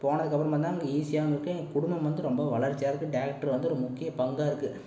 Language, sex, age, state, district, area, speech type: Tamil, male, 18-30, Tamil Nadu, Erode, rural, spontaneous